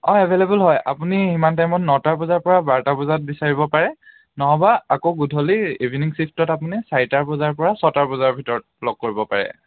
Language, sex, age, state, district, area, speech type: Assamese, male, 18-30, Assam, Charaideo, rural, conversation